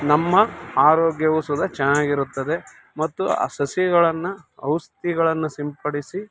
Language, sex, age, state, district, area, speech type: Kannada, male, 30-45, Karnataka, Mandya, rural, spontaneous